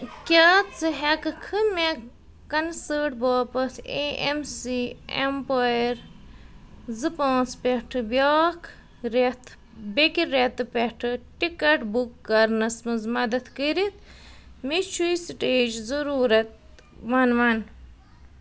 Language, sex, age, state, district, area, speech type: Kashmiri, female, 30-45, Jammu and Kashmir, Ganderbal, rural, read